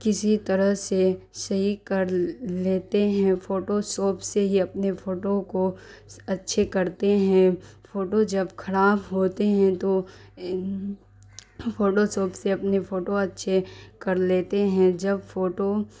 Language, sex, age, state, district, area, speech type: Urdu, female, 30-45, Bihar, Darbhanga, rural, spontaneous